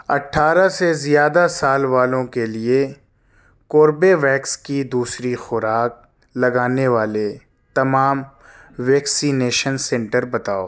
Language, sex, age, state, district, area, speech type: Urdu, male, 30-45, Delhi, South Delhi, urban, read